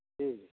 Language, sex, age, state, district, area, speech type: Maithili, male, 45-60, Bihar, Begusarai, urban, conversation